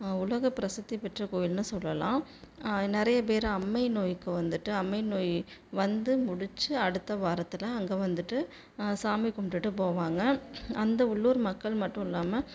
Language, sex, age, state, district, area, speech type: Tamil, female, 30-45, Tamil Nadu, Tiruchirappalli, rural, spontaneous